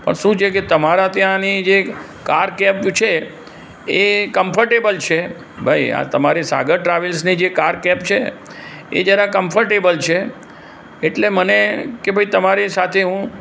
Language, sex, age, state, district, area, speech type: Gujarati, male, 60+, Gujarat, Aravalli, urban, spontaneous